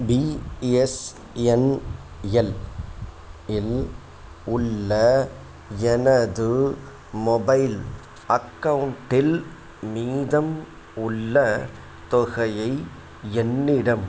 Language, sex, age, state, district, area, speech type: Tamil, male, 60+, Tamil Nadu, Tiruppur, rural, read